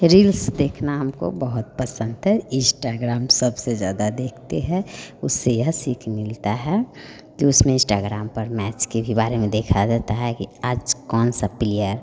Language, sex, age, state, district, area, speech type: Hindi, female, 30-45, Bihar, Vaishali, urban, spontaneous